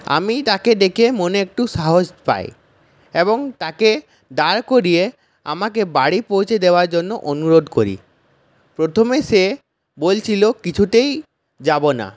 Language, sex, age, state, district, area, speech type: Bengali, male, 18-30, West Bengal, Purulia, rural, spontaneous